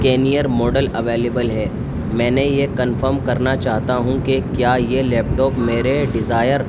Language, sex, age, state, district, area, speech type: Urdu, male, 18-30, Delhi, New Delhi, urban, spontaneous